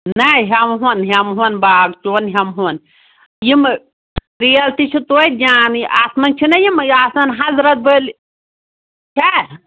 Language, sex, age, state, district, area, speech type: Kashmiri, female, 60+, Jammu and Kashmir, Anantnag, rural, conversation